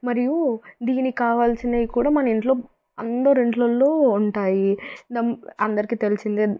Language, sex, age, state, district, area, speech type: Telugu, female, 18-30, Telangana, Hyderabad, urban, spontaneous